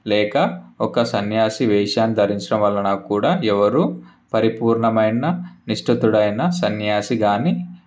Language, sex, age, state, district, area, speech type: Telugu, male, 18-30, Telangana, Ranga Reddy, urban, spontaneous